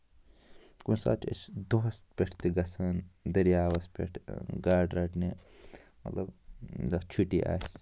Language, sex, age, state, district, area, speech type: Kashmiri, male, 30-45, Jammu and Kashmir, Ganderbal, rural, spontaneous